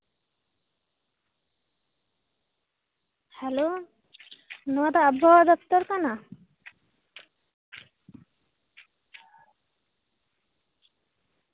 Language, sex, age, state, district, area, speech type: Santali, female, 18-30, West Bengal, Paschim Bardhaman, rural, conversation